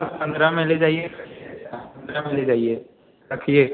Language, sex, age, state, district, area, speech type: Hindi, male, 18-30, Uttar Pradesh, Mirzapur, rural, conversation